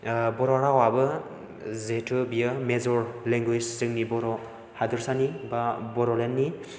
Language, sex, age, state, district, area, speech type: Bodo, male, 18-30, Assam, Chirang, rural, spontaneous